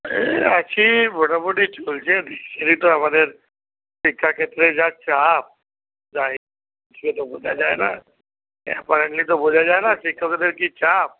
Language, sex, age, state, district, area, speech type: Bengali, male, 60+, West Bengal, Paschim Bardhaman, urban, conversation